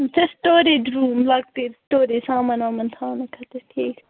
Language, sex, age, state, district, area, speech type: Kashmiri, female, 18-30, Jammu and Kashmir, Shopian, rural, conversation